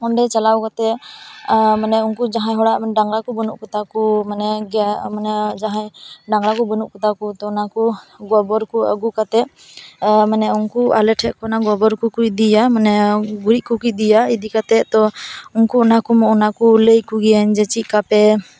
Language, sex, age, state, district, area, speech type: Santali, female, 18-30, West Bengal, Purba Bardhaman, rural, spontaneous